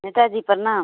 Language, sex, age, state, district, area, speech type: Hindi, female, 30-45, Bihar, Samastipur, urban, conversation